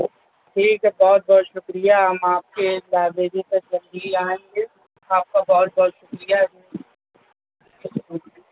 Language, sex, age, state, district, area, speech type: Urdu, male, 18-30, Uttar Pradesh, Azamgarh, rural, conversation